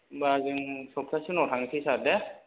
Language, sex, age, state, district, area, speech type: Bodo, male, 45-60, Assam, Chirang, rural, conversation